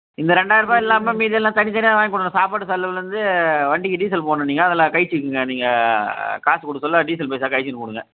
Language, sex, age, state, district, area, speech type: Tamil, male, 30-45, Tamil Nadu, Chengalpattu, rural, conversation